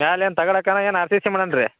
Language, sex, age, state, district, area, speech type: Kannada, male, 18-30, Karnataka, Dharwad, urban, conversation